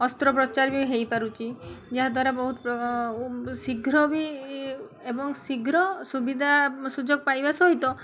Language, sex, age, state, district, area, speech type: Odia, female, 30-45, Odisha, Balasore, rural, spontaneous